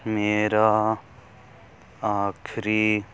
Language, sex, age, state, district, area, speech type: Punjabi, male, 18-30, Punjab, Fazilka, rural, read